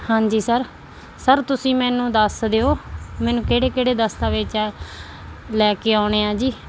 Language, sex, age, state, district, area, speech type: Punjabi, female, 30-45, Punjab, Muktsar, urban, spontaneous